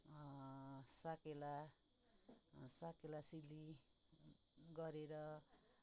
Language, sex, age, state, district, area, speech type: Nepali, female, 30-45, West Bengal, Darjeeling, rural, spontaneous